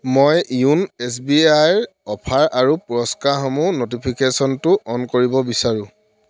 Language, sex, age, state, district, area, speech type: Assamese, male, 18-30, Assam, Dhemaji, rural, read